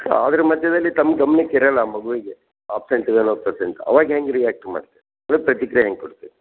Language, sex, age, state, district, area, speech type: Kannada, male, 60+, Karnataka, Gulbarga, urban, conversation